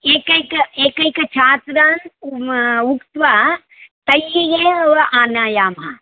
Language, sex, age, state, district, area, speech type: Sanskrit, female, 60+, Maharashtra, Mumbai City, urban, conversation